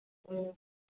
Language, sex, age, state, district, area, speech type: Manipuri, female, 45-60, Manipur, Churachandpur, urban, conversation